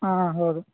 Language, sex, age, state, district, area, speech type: Kannada, male, 30-45, Karnataka, Raichur, rural, conversation